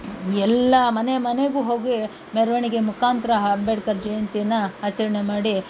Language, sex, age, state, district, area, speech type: Kannada, female, 45-60, Karnataka, Kolar, rural, spontaneous